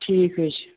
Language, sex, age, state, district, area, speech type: Kashmiri, male, 30-45, Jammu and Kashmir, Kupwara, rural, conversation